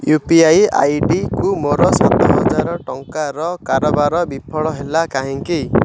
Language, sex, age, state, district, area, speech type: Odia, male, 30-45, Odisha, Ganjam, urban, read